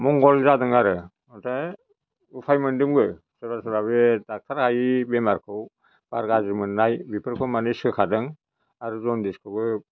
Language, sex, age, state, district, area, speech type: Bodo, male, 60+, Assam, Chirang, rural, spontaneous